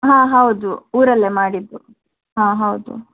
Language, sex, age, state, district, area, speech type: Kannada, female, 18-30, Karnataka, Shimoga, rural, conversation